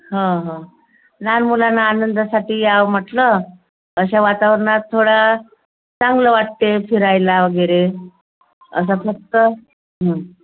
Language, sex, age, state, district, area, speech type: Marathi, female, 45-60, Maharashtra, Thane, rural, conversation